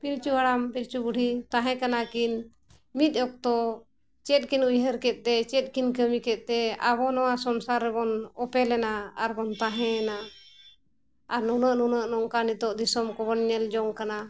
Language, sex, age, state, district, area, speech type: Santali, female, 45-60, Jharkhand, Bokaro, rural, spontaneous